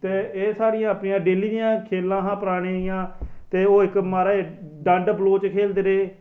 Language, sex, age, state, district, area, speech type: Dogri, male, 30-45, Jammu and Kashmir, Samba, rural, spontaneous